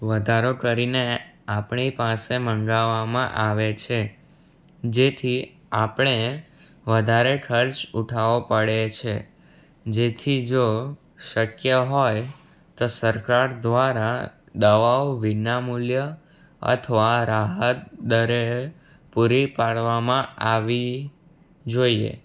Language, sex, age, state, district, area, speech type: Gujarati, male, 18-30, Gujarat, Anand, rural, spontaneous